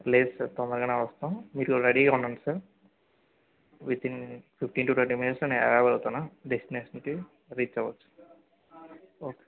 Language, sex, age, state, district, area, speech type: Telugu, male, 18-30, Andhra Pradesh, N T Rama Rao, urban, conversation